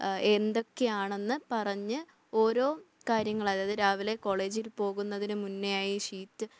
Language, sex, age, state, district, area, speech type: Malayalam, female, 18-30, Kerala, Thiruvananthapuram, urban, spontaneous